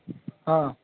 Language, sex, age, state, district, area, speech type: Gujarati, male, 30-45, Gujarat, Ahmedabad, urban, conversation